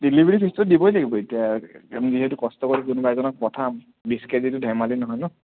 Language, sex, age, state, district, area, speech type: Assamese, male, 18-30, Assam, Kamrup Metropolitan, urban, conversation